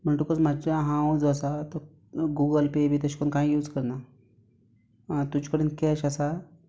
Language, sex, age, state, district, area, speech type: Goan Konkani, male, 30-45, Goa, Canacona, rural, spontaneous